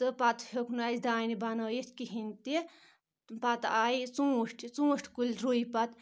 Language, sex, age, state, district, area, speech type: Kashmiri, female, 18-30, Jammu and Kashmir, Anantnag, rural, spontaneous